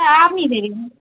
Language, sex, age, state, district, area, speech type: Bengali, female, 30-45, West Bengal, Darjeeling, rural, conversation